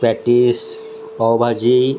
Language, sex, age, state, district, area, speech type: Marathi, male, 30-45, Maharashtra, Osmanabad, rural, spontaneous